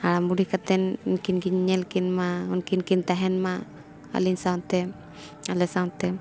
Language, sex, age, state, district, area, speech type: Santali, female, 18-30, Jharkhand, Bokaro, rural, spontaneous